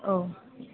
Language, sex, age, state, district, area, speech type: Sanskrit, female, 18-30, Kerala, Palakkad, rural, conversation